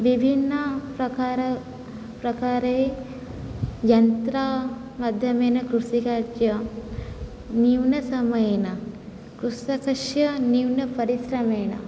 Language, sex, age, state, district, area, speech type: Sanskrit, female, 18-30, Odisha, Cuttack, rural, spontaneous